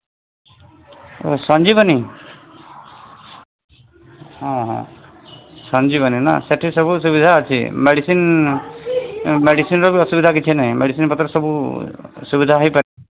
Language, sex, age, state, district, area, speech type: Odia, male, 45-60, Odisha, Sambalpur, rural, conversation